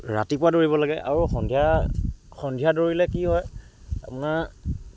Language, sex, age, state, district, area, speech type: Assamese, male, 18-30, Assam, Lakhimpur, rural, spontaneous